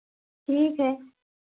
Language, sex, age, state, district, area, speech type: Hindi, female, 30-45, Uttar Pradesh, Pratapgarh, rural, conversation